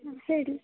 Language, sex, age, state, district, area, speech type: Kannada, female, 30-45, Karnataka, Shimoga, rural, conversation